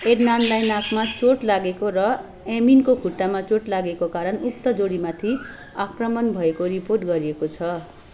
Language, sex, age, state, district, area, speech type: Nepali, female, 45-60, West Bengal, Darjeeling, rural, read